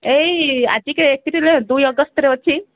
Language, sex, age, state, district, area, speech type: Odia, female, 45-60, Odisha, Sundergarh, rural, conversation